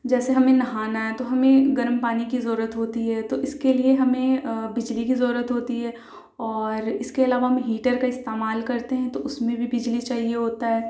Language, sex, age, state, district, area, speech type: Urdu, female, 18-30, Delhi, South Delhi, urban, spontaneous